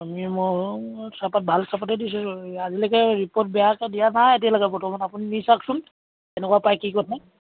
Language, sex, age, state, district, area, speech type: Assamese, male, 60+, Assam, Dibrugarh, rural, conversation